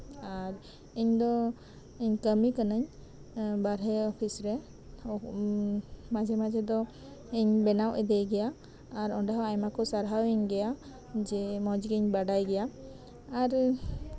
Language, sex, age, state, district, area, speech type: Santali, female, 30-45, West Bengal, Birbhum, rural, spontaneous